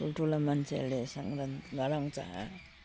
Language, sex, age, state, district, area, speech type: Nepali, female, 60+, West Bengal, Jalpaiguri, urban, spontaneous